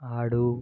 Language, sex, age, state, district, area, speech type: Telugu, male, 18-30, Andhra Pradesh, West Godavari, rural, read